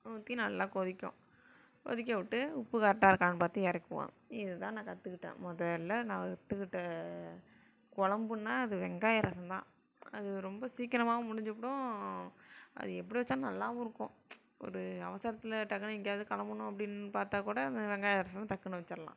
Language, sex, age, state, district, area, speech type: Tamil, female, 60+, Tamil Nadu, Tiruvarur, urban, spontaneous